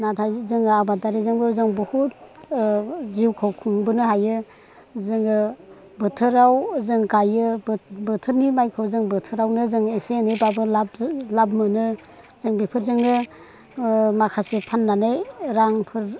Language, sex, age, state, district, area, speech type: Bodo, female, 60+, Assam, Chirang, rural, spontaneous